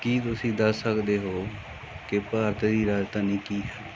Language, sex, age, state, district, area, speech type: Punjabi, male, 45-60, Punjab, Mohali, rural, read